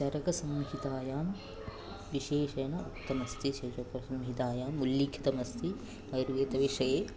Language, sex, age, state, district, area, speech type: Sanskrit, male, 30-45, Kerala, Kannur, rural, spontaneous